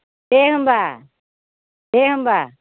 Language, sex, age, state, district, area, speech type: Bodo, female, 45-60, Assam, Baksa, rural, conversation